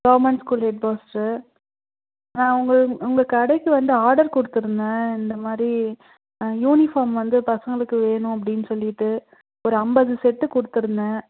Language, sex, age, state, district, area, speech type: Tamil, female, 45-60, Tamil Nadu, Krishnagiri, rural, conversation